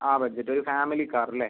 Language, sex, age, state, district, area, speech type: Malayalam, male, 60+, Kerala, Wayanad, rural, conversation